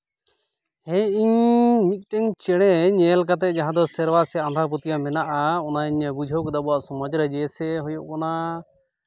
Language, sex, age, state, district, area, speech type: Santali, male, 30-45, West Bengal, Malda, rural, spontaneous